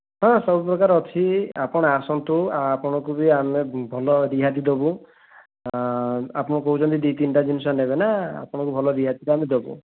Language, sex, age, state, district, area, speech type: Odia, male, 18-30, Odisha, Dhenkanal, rural, conversation